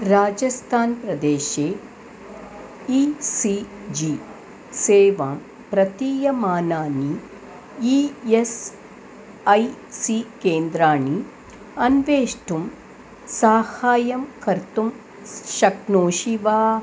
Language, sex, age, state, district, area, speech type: Sanskrit, female, 45-60, Tamil Nadu, Thanjavur, urban, read